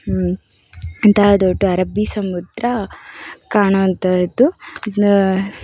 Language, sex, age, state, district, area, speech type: Kannada, female, 18-30, Karnataka, Davanagere, urban, spontaneous